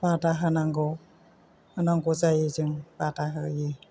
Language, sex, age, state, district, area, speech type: Bodo, female, 60+, Assam, Chirang, rural, spontaneous